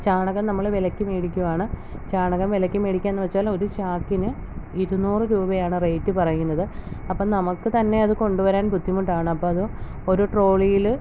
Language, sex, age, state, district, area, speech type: Malayalam, female, 30-45, Kerala, Alappuzha, rural, spontaneous